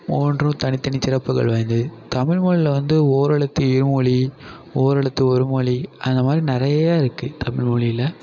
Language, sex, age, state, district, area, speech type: Tamil, male, 18-30, Tamil Nadu, Thanjavur, rural, spontaneous